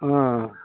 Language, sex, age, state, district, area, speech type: Telugu, male, 60+, Andhra Pradesh, Guntur, urban, conversation